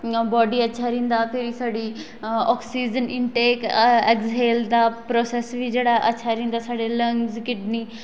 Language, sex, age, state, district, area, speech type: Dogri, female, 18-30, Jammu and Kashmir, Kathua, rural, spontaneous